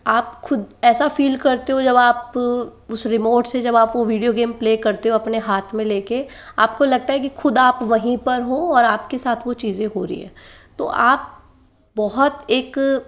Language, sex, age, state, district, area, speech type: Hindi, female, 18-30, Rajasthan, Jaipur, urban, spontaneous